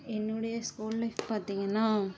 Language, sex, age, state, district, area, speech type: Tamil, female, 45-60, Tamil Nadu, Ariyalur, rural, spontaneous